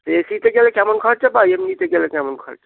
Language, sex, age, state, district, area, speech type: Bengali, male, 60+, West Bengal, Dakshin Dinajpur, rural, conversation